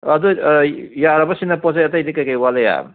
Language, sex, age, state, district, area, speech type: Manipuri, male, 60+, Manipur, Kangpokpi, urban, conversation